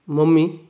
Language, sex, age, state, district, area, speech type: Goan Konkani, male, 30-45, Goa, Bardez, urban, spontaneous